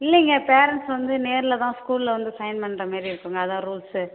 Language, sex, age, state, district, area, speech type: Tamil, female, 45-60, Tamil Nadu, Cuddalore, rural, conversation